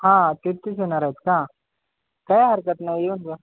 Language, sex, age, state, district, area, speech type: Marathi, male, 18-30, Maharashtra, Nanded, rural, conversation